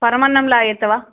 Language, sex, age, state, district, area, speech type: Telugu, female, 45-60, Andhra Pradesh, Srikakulam, urban, conversation